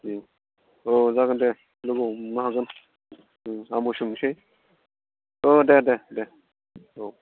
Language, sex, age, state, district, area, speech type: Bodo, male, 45-60, Assam, Udalguri, rural, conversation